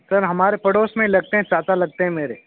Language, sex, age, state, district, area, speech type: Hindi, male, 18-30, Rajasthan, Nagaur, rural, conversation